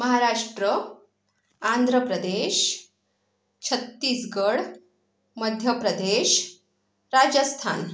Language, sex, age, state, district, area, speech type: Marathi, female, 45-60, Maharashtra, Akola, urban, spontaneous